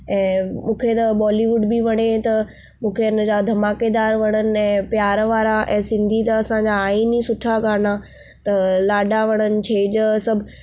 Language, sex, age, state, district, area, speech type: Sindhi, female, 18-30, Maharashtra, Mumbai Suburban, urban, spontaneous